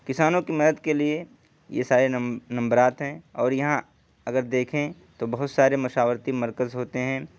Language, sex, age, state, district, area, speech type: Urdu, male, 18-30, Uttar Pradesh, Siddharthnagar, rural, spontaneous